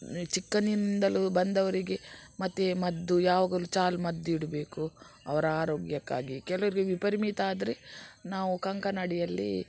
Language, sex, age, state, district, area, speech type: Kannada, female, 60+, Karnataka, Udupi, rural, spontaneous